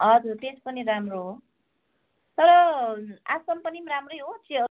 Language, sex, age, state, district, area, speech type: Nepali, female, 30-45, West Bengal, Darjeeling, rural, conversation